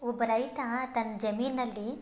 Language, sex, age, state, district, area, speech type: Kannada, female, 18-30, Karnataka, Chitradurga, rural, spontaneous